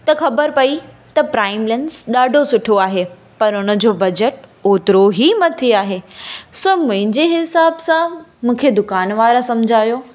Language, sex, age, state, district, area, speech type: Sindhi, female, 18-30, Gujarat, Kutch, urban, spontaneous